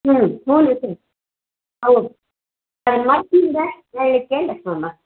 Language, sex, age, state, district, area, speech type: Kannada, female, 60+, Karnataka, Gadag, rural, conversation